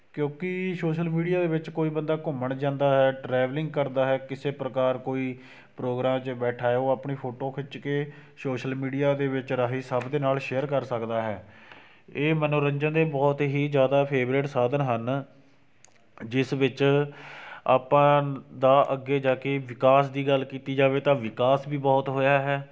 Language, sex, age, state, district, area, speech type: Punjabi, male, 60+, Punjab, Shaheed Bhagat Singh Nagar, rural, spontaneous